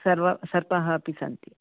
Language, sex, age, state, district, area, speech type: Sanskrit, female, 45-60, Karnataka, Bangalore Urban, urban, conversation